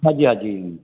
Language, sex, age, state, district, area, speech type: Sindhi, male, 45-60, Gujarat, Surat, urban, conversation